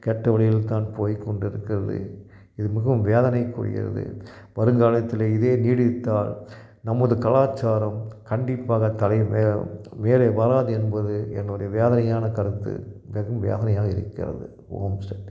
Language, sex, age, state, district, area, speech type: Tamil, male, 60+, Tamil Nadu, Tiruppur, rural, spontaneous